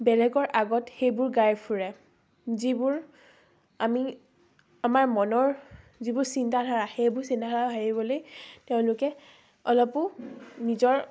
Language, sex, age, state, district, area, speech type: Assamese, female, 18-30, Assam, Biswanath, rural, spontaneous